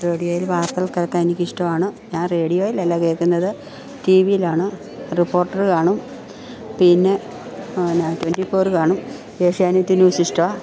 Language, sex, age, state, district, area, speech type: Malayalam, female, 45-60, Kerala, Idukki, rural, spontaneous